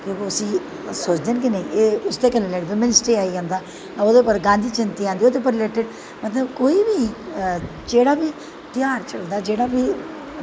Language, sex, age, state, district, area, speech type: Dogri, female, 45-60, Jammu and Kashmir, Udhampur, urban, spontaneous